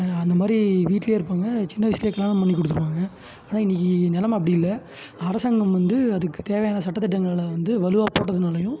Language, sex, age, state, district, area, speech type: Tamil, male, 18-30, Tamil Nadu, Tiruvannamalai, rural, spontaneous